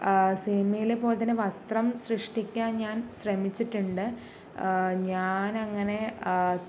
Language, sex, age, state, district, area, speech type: Malayalam, female, 18-30, Kerala, Palakkad, rural, spontaneous